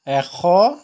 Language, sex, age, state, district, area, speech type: Assamese, male, 45-60, Assam, Jorhat, urban, spontaneous